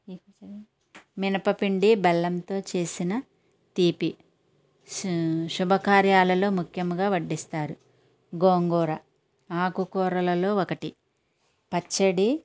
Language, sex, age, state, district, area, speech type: Telugu, female, 60+, Andhra Pradesh, Konaseema, rural, spontaneous